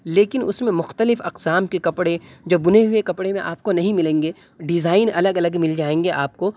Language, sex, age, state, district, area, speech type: Urdu, male, 18-30, Delhi, North West Delhi, urban, spontaneous